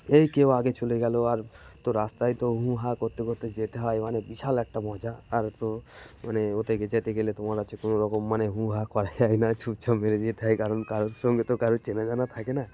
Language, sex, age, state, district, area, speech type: Bengali, male, 30-45, West Bengal, Cooch Behar, urban, spontaneous